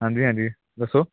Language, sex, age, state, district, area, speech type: Punjabi, male, 18-30, Punjab, Hoshiarpur, urban, conversation